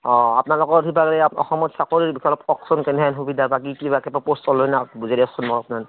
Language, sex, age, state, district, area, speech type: Assamese, male, 30-45, Assam, Barpeta, rural, conversation